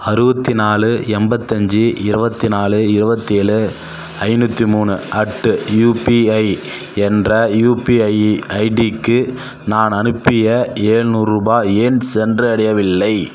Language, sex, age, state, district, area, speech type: Tamil, male, 30-45, Tamil Nadu, Kallakurichi, urban, read